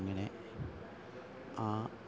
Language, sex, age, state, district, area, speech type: Malayalam, male, 45-60, Kerala, Thiruvananthapuram, rural, spontaneous